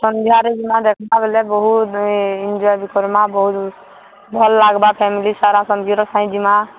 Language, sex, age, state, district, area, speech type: Odia, female, 18-30, Odisha, Balangir, urban, conversation